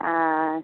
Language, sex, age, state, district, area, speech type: Maithili, female, 45-60, Bihar, Begusarai, rural, conversation